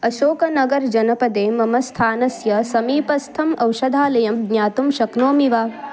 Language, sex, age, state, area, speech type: Sanskrit, female, 18-30, Goa, urban, read